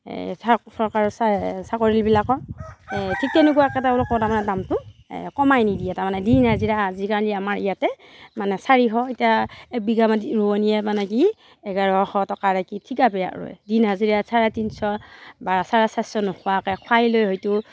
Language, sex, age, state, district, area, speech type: Assamese, female, 45-60, Assam, Darrang, rural, spontaneous